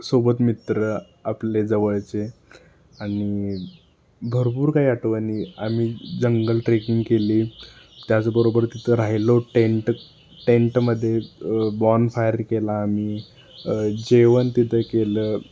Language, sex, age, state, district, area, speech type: Marathi, male, 18-30, Maharashtra, Sangli, urban, spontaneous